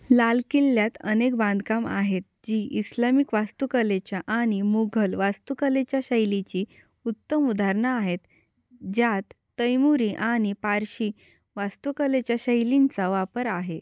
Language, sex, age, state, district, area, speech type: Marathi, female, 18-30, Maharashtra, Ahmednagar, rural, read